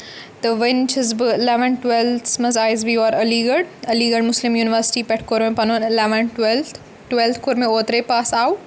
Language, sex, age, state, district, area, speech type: Kashmiri, female, 18-30, Jammu and Kashmir, Kupwara, urban, spontaneous